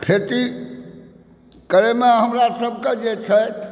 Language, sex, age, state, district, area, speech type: Maithili, male, 60+, Bihar, Supaul, rural, spontaneous